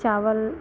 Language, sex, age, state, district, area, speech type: Hindi, female, 60+, Uttar Pradesh, Lucknow, rural, spontaneous